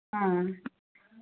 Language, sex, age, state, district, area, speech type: Tamil, female, 45-60, Tamil Nadu, Thanjavur, rural, conversation